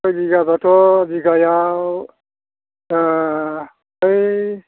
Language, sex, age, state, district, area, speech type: Bodo, male, 60+, Assam, Kokrajhar, urban, conversation